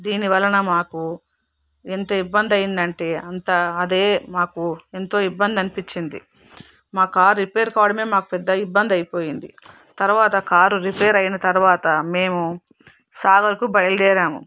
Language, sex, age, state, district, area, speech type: Telugu, female, 45-60, Telangana, Hyderabad, urban, spontaneous